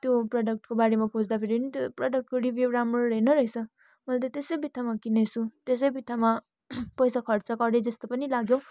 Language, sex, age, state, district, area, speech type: Nepali, female, 18-30, West Bengal, Kalimpong, rural, spontaneous